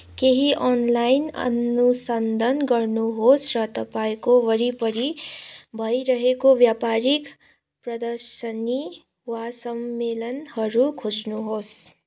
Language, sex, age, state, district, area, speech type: Nepali, female, 18-30, West Bengal, Kalimpong, rural, read